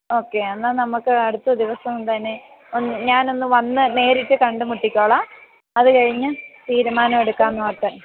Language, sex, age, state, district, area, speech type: Malayalam, female, 30-45, Kerala, Idukki, rural, conversation